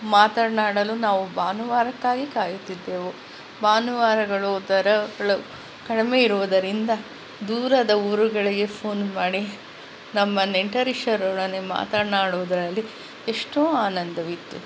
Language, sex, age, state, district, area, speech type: Kannada, female, 45-60, Karnataka, Kolar, urban, spontaneous